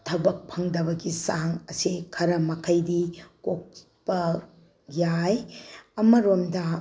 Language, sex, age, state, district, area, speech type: Manipuri, female, 45-60, Manipur, Bishnupur, rural, spontaneous